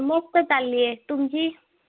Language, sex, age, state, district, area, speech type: Marathi, female, 30-45, Maharashtra, Solapur, urban, conversation